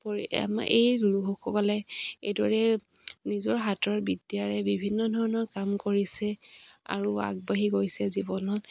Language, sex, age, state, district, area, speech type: Assamese, female, 45-60, Assam, Dibrugarh, rural, spontaneous